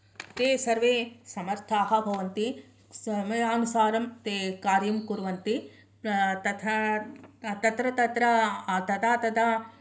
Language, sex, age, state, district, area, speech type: Sanskrit, female, 60+, Karnataka, Mysore, urban, spontaneous